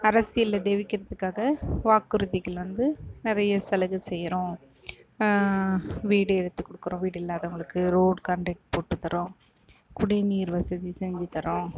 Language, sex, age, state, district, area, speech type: Tamil, female, 45-60, Tamil Nadu, Dharmapuri, rural, spontaneous